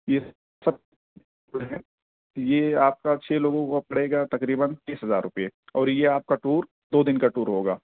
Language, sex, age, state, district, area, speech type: Urdu, male, 18-30, Delhi, Central Delhi, urban, conversation